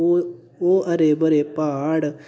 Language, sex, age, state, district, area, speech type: Dogri, male, 18-30, Jammu and Kashmir, Udhampur, rural, spontaneous